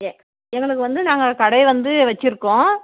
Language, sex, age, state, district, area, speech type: Tamil, female, 60+, Tamil Nadu, Krishnagiri, rural, conversation